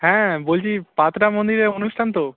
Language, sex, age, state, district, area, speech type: Bengali, male, 18-30, West Bengal, Paschim Medinipur, rural, conversation